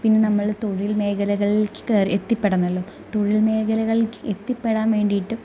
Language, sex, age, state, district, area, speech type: Malayalam, female, 18-30, Kerala, Thrissur, rural, spontaneous